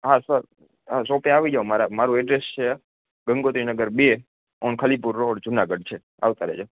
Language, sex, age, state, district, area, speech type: Gujarati, male, 18-30, Gujarat, Junagadh, urban, conversation